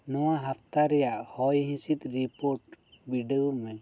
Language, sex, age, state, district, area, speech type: Santali, male, 18-30, West Bengal, Bankura, rural, read